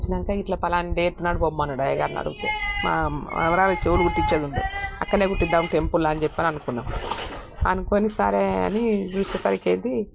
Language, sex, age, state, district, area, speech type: Telugu, female, 60+, Telangana, Peddapalli, rural, spontaneous